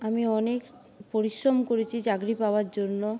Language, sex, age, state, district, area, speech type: Bengali, female, 18-30, West Bengal, Paschim Medinipur, rural, spontaneous